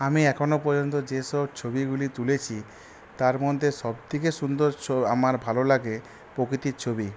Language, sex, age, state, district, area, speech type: Bengali, male, 45-60, West Bengal, Purulia, urban, spontaneous